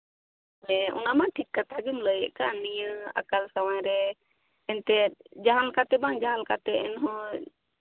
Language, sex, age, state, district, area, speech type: Santali, female, 30-45, Jharkhand, Pakur, rural, conversation